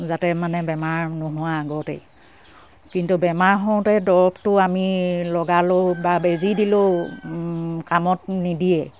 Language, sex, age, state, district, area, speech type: Assamese, female, 60+, Assam, Dibrugarh, rural, spontaneous